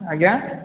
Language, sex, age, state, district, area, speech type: Odia, male, 18-30, Odisha, Puri, urban, conversation